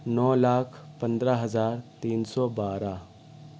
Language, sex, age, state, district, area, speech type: Urdu, male, 18-30, Delhi, South Delhi, urban, spontaneous